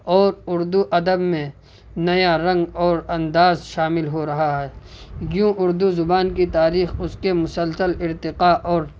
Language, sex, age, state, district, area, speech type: Urdu, male, 18-30, Uttar Pradesh, Saharanpur, urban, spontaneous